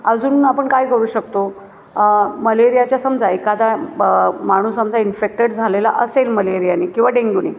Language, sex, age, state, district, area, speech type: Marathi, female, 30-45, Maharashtra, Thane, urban, spontaneous